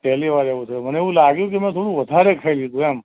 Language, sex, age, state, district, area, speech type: Gujarati, male, 45-60, Gujarat, Ahmedabad, urban, conversation